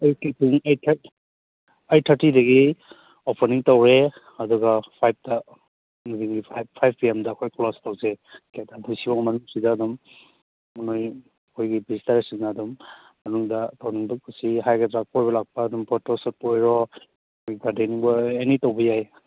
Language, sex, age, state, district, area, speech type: Manipuri, male, 30-45, Manipur, Kakching, rural, conversation